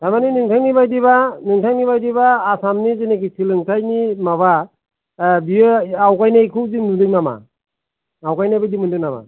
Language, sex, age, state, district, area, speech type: Bodo, male, 45-60, Assam, Kokrajhar, rural, conversation